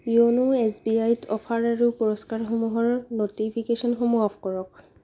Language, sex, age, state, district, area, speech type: Assamese, female, 30-45, Assam, Morigaon, rural, read